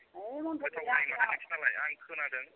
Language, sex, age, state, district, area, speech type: Bodo, female, 30-45, Assam, Kokrajhar, rural, conversation